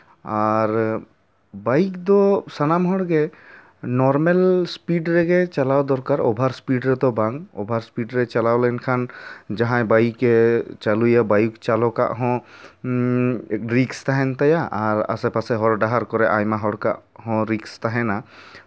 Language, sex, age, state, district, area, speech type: Santali, male, 18-30, West Bengal, Bankura, rural, spontaneous